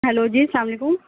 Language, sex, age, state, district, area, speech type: Urdu, female, 18-30, Delhi, South Delhi, urban, conversation